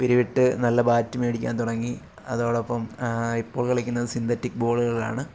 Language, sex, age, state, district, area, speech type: Malayalam, male, 18-30, Kerala, Alappuzha, rural, spontaneous